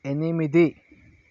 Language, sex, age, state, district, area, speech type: Telugu, male, 18-30, Andhra Pradesh, Visakhapatnam, rural, read